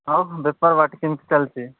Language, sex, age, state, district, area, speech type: Odia, male, 18-30, Odisha, Nabarangpur, urban, conversation